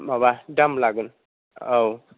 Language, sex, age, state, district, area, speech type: Bodo, male, 30-45, Assam, Kokrajhar, rural, conversation